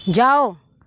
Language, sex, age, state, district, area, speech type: Hindi, female, 45-60, Uttar Pradesh, Mirzapur, rural, read